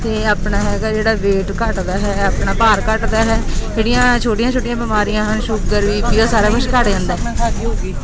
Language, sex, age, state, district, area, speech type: Punjabi, female, 30-45, Punjab, Bathinda, urban, spontaneous